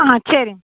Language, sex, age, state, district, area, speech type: Tamil, female, 18-30, Tamil Nadu, Tiruvarur, urban, conversation